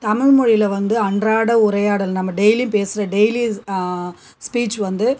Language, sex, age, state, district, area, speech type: Tamil, female, 45-60, Tamil Nadu, Cuddalore, rural, spontaneous